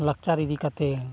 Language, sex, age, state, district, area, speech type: Santali, male, 45-60, Odisha, Mayurbhanj, rural, spontaneous